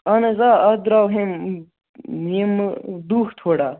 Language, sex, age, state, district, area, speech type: Kashmiri, male, 18-30, Jammu and Kashmir, Baramulla, rural, conversation